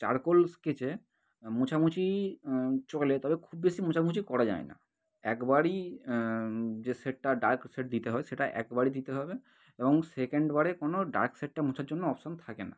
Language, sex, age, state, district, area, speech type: Bengali, male, 18-30, West Bengal, North 24 Parganas, urban, spontaneous